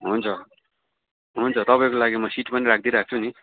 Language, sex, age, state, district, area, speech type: Nepali, male, 18-30, West Bengal, Darjeeling, rural, conversation